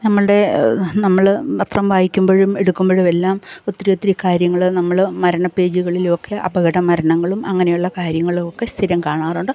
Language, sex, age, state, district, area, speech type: Malayalam, female, 60+, Kerala, Pathanamthitta, rural, spontaneous